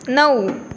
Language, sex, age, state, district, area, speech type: Marathi, female, 18-30, Maharashtra, Pune, rural, read